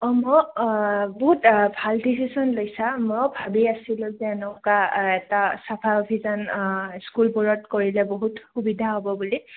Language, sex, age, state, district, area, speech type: Assamese, female, 18-30, Assam, Goalpara, urban, conversation